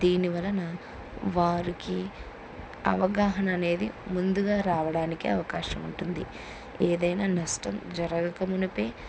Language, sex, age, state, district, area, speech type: Telugu, female, 18-30, Andhra Pradesh, Kurnool, rural, spontaneous